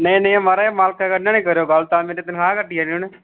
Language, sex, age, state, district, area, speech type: Dogri, male, 30-45, Jammu and Kashmir, Udhampur, rural, conversation